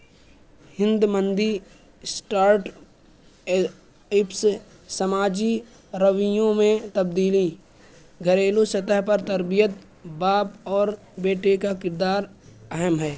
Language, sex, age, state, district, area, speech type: Urdu, male, 18-30, Uttar Pradesh, Balrampur, rural, spontaneous